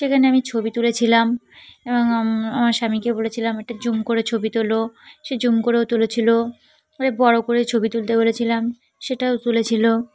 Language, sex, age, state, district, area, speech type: Bengali, female, 30-45, West Bengal, Cooch Behar, urban, spontaneous